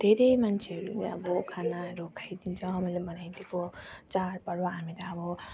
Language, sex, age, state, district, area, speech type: Nepali, female, 30-45, West Bengal, Darjeeling, rural, spontaneous